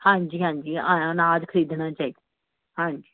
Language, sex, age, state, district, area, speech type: Punjabi, female, 30-45, Punjab, Pathankot, urban, conversation